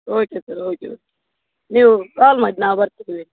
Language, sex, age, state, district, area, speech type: Kannada, female, 30-45, Karnataka, Dakshina Kannada, rural, conversation